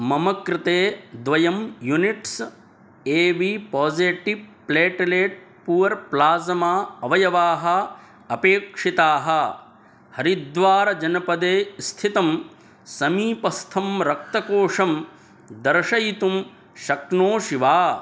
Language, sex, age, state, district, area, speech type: Sanskrit, male, 18-30, Bihar, Gaya, urban, read